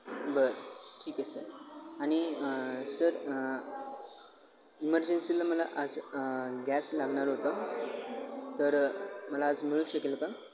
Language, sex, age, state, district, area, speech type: Marathi, male, 18-30, Maharashtra, Sangli, rural, spontaneous